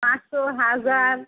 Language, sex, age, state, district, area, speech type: Bengali, female, 45-60, West Bengal, Darjeeling, rural, conversation